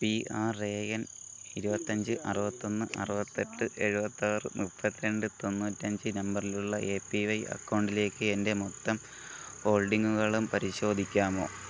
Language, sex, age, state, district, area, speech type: Malayalam, male, 18-30, Kerala, Thiruvananthapuram, rural, read